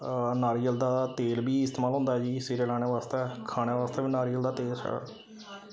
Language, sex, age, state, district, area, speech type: Dogri, male, 30-45, Jammu and Kashmir, Samba, rural, spontaneous